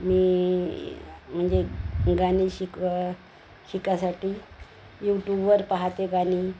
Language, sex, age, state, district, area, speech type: Marathi, female, 60+, Maharashtra, Nagpur, urban, spontaneous